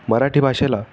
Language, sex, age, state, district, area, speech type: Marathi, male, 18-30, Maharashtra, Pune, urban, spontaneous